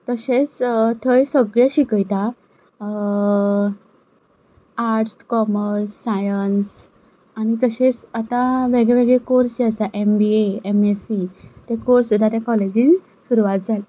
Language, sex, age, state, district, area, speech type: Goan Konkani, female, 18-30, Goa, Ponda, rural, spontaneous